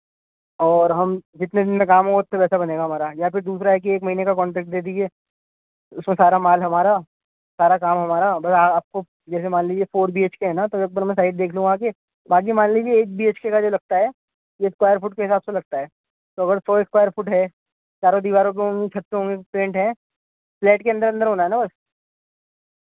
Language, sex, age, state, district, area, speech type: Urdu, male, 30-45, Delhi, North East Delhi, urban, conversation